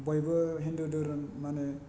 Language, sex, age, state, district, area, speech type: Bodo, male, 30-45, Assam, Chirang, urban, spontaneous